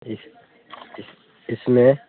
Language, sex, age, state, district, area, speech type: Hindi, male, 60+, Bihar, Muzaffarpur, rural, conversation